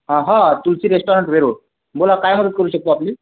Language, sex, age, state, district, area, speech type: Marathi, male, 18-30, Maharashtra, Washim, rural, conversation